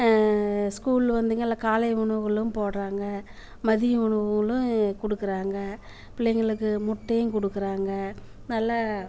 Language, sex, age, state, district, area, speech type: Tamil, female, 45-60, Tamil Nadu, Namakkal, rural, spontaneous